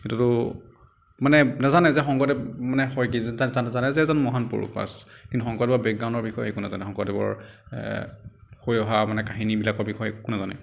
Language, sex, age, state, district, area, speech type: Assamese, male, 30-45, Assam, Nagaon, rural, spontaneous